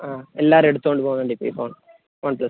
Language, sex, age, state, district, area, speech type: Malayalam, male, 18-30, Kerala, Kasaragod, rural, conversation